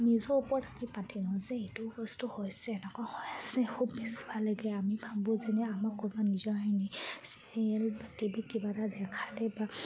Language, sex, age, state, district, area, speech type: Assamese, female, 45-60, Assam, Charaideo, rural, spontaneous